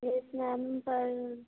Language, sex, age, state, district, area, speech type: Urdu, female, 18-30, Uttar Pradesh, Ghaziabad, urban, conversation